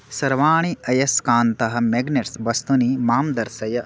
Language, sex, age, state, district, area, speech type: Sanskrit, male, 18-30, Odisha, Bargarh, rural, read